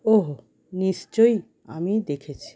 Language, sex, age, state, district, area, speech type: Bengali, female, 45-60, West Bengal, Howrah, urban, read